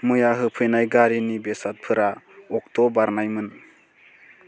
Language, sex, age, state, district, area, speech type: Bodo, male, 18-30, Assam, Baksa, rural, read